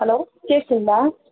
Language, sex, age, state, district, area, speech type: Tamil, female, 18-30, Tamil Nadu, Nilgiris, rural, conversation